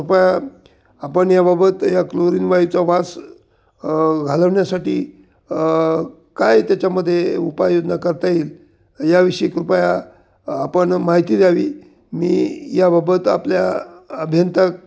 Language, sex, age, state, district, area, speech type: Marathi, male, 60+, Maharashtra, Ahmednagar, urban, spontaneous